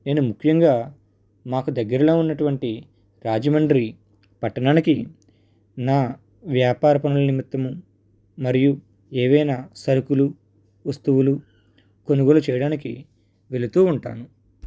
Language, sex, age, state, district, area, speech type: Telugu, male, 30-45, Andhra Pradesh, East Godavari, rural, spontaneous